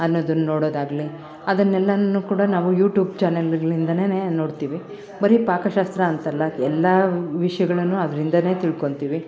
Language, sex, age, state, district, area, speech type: Kannada, female, 45-60, Karnataka, Bangalore Rural, rural, spontaneous